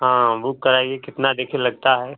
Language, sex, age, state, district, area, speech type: Hindi, male, 45-60, Uttar Pradesh, Ghazipur, rural, conversation